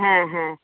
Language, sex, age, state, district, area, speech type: Bengali, female, 30-45, West Bengal, North 24 Parganas, urban, conversation